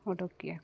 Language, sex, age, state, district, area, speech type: Santali, female, 45-60, Jharkhand, East Singhbhum, rural, spontaneous